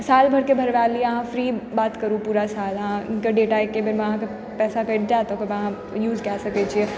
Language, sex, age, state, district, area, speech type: Maithili, female, 18-30, Bihar, Supaul, urban, spontaneous